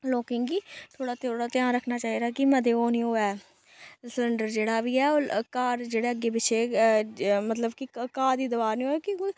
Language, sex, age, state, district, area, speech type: Dogri, female, 18-30, Jammu and Kashmir, Samba, rural, spontaneous